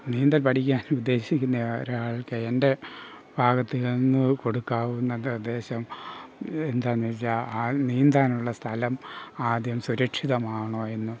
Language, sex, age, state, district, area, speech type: Malayalam, male, 60+, Kerala, Pathanamthitta, rural, spontaneous